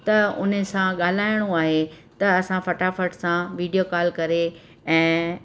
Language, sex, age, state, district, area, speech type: Sindhi, female, 45-60, Rajasthan, Ajmer, rural, spontaneous